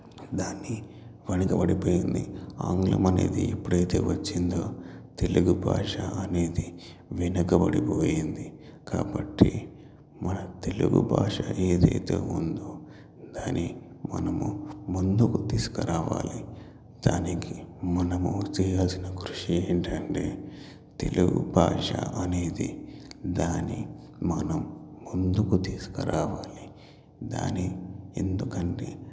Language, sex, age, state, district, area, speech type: Telugu, male, 18-30, Telangana, Nalgonda, urban, spontaneous